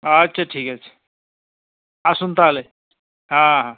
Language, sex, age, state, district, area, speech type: Bengali, male, 60+, West Bengal, South 24 Parganas, rural, conversation